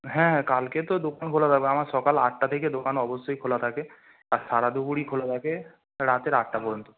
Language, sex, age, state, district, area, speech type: Bengali, male, 18-30, West Bengal, Howrah, urban, conversation